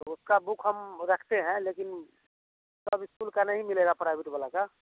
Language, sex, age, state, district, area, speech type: Hindi, male, 30-45, Bihar, Samastipur, rural, conversation